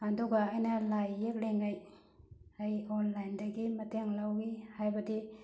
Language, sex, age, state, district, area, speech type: Manipuri, female, 30-45, Manipur, Bishnupur, rural, spontaneous